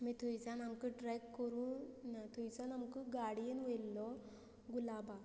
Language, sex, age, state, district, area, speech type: Goan Konkani, female, 30-45, Goa, Quepem, rural, spontaneous